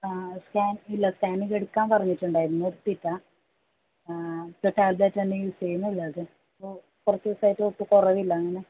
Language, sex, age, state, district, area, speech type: Malayalam, female, 18-30, Kerala, Kasaragod, rural, conversation